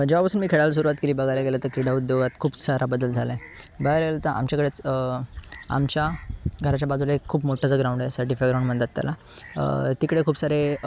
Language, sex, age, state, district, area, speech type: Marathi, male, 18-30, Maharashtra, Thane, urban, spontaneous